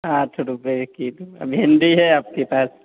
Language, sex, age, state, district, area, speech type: Hindi, male, 18-30, Bihar, Samastipur, rural, conversation